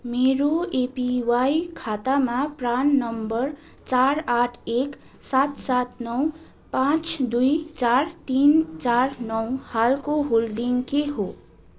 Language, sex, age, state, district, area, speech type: Nepali, female, 18-30, West Bengal, Darjeeling, rural, read